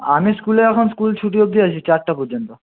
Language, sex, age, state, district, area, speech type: Bengali, male, 45-60, West Bengal, Jhargram, rural, conversation